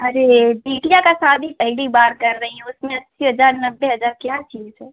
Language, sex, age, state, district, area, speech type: Hindi, female, 18-30, Uttar Pradesh, Ghazipur, urban, conversation